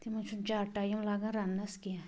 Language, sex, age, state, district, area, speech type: Kashmiri, female, 45-60, Jammu and Kashmir, Anantnag, rural, spontaneous